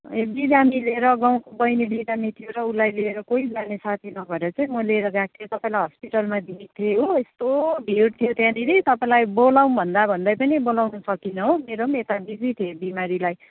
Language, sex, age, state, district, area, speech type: Nepali, female, 45-60, West Bengal, Jalpaiguri, urban, conversation